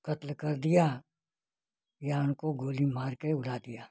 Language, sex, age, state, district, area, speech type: Hindi, male, 60+, Uttar Pradesh, Ghazipur, rural, spontaneous